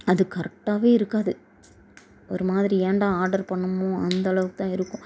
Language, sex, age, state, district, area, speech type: Tamil, female, 18-30, Tamil Nadu, Dharmapuri, rural, spontaneous